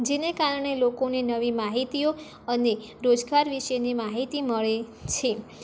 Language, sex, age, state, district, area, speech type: Gujarati, female, 18-30, Gujarat, Mehsana, rural, spontaneous